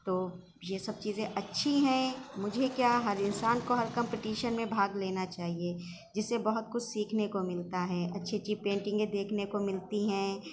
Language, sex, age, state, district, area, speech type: Urdu, female, 30-45, Uttar Pradesh, Shahjahanpur, urban, spontaneous